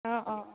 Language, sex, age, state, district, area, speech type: Assamese, female, 60+, Assam, Darrang, rural, conversation